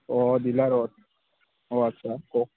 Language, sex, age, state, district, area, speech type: Assamese, male, 18-30, Assam, Nalbari, rural, conversation